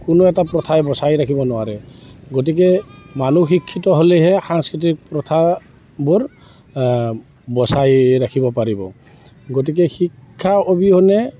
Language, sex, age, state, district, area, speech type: Assamese, male, 45-60, Assam, Barpeta, rural, spontaneous